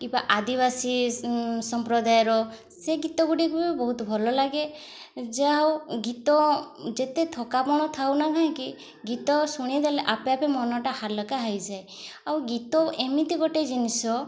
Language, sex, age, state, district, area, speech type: Odia, female, 18-30, Odisha, Mayurbhanj, rural, spontaneous